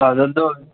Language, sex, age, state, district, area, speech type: Manipuri, male, 18-30, Manipur, Kangpokpi, urban, conversation